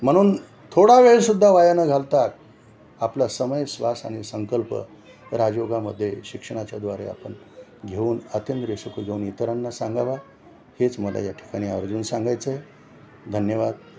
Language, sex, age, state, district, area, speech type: Marathi, male, 60+, Maharashtra, Nanded, urban, spontaneous